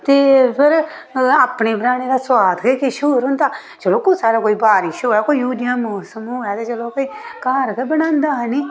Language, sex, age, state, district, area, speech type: Dogri, female, 30-45, Jammu and Kashmir, Samba, rural, spontaneous